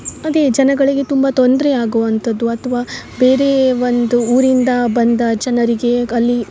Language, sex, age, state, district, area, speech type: Kannada, female, 18-30, Karnataka, Uttara Kannada, rural, spontaneous